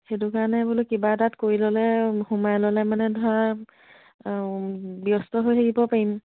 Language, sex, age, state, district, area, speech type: Assamese, female, 18-30, Assam, Lakhimpur, rural, conversation